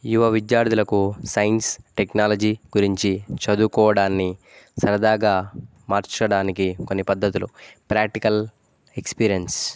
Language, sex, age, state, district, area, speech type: Telugu, male, 18-30, Telangana, Jayashankar, urban, spontaneous